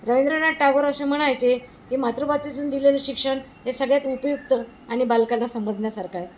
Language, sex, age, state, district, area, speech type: Marathi, female, 60+, Maharashtra, Wardha, urban, spontaneous